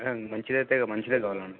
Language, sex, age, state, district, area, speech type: Telugu, male, 18-30, Andhra Pradesh, Kadapa, rural, conversation